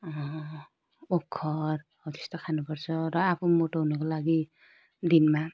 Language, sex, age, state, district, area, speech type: Nepali, female, 30-45, West Bengal, Darjeeling, rural, spontaneous